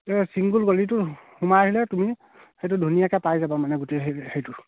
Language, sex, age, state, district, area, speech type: Assamese, male, 30-45, Assam, Sivasagar, rural, conversation